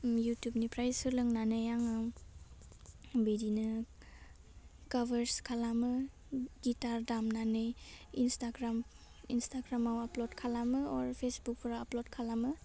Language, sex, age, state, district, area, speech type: Bodo, female, 18-30, Assam, Udalguri, urban, spontaneous